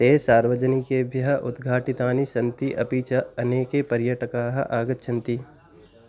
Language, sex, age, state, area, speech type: Sanskrit, male, 18-30, Delhi, rural, read